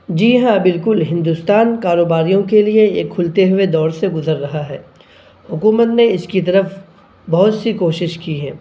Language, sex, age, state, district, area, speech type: Urdu, male, 18-30, Bihar, Purnia, rural, spontaneous